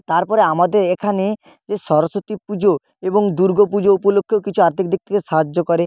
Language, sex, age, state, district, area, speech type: Bengali, male, 18-30, West Bengal, Purba Medinipur, rural, spontaneous